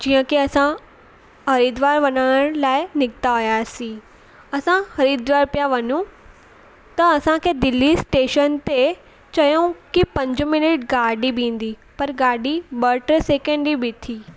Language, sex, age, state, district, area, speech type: Sindhi, female, 18-30, Gujarat, Surat, urban, spontaneous